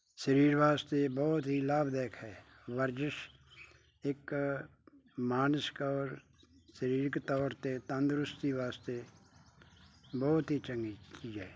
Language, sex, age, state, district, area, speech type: Punjabi, male, 60+, Punjab, Bathinda, rural, spontaneous